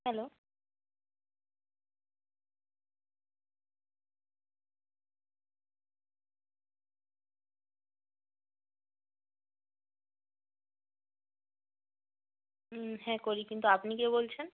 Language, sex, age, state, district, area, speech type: Bengali, female, 18-30, West Bengal, Purba Medinipur, rural, conversation